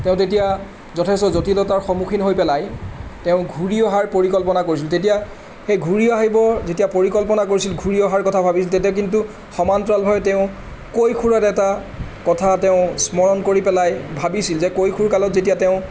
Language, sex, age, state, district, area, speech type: Assamese, male, 45-60, Assam, Charaideo, urban, spontaneous